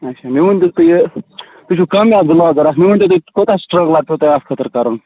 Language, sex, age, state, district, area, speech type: Kashmiri, male, 30-45, Jammu and Kashmir, Baramulla, rural, conversation